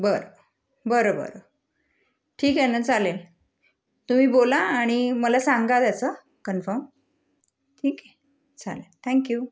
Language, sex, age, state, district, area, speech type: Marathi, female, 30-45, Maharashtra, Amravati, urban, spontaneous